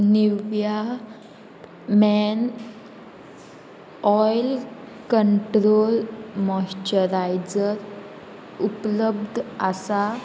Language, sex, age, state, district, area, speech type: Goan Konkani, female, 18-30, Goa, Murmgao, rural, read